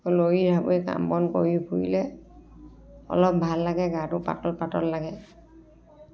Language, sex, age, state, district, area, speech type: Assamese, female, 45-60, Assam, Dhemaji, urban, spontaneous